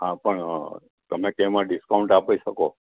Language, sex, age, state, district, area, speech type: Gujarati, male, 60+, Gujarat, Valsad, rural, conversation